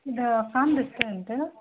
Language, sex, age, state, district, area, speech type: Kannada, female, 30-45, Karnataka, Mysore, rural, conversation